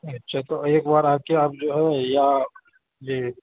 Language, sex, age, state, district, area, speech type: Urdu, male, 30-45, Uttar Pradesh, Gautam Buddha Nagar, urban, conversation